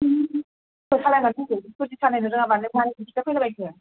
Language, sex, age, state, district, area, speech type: Bodo, female, 18-30, Assam, Baksa, rural, conversation